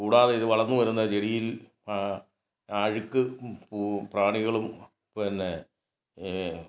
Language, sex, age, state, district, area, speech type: Malayalam, male, 60+, Kerala, Kottayam, rural, spontaneous